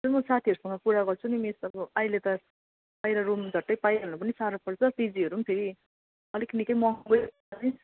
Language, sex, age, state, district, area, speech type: Nepali, female, 30-45, West Bengal, Darjeeling, rural, conversation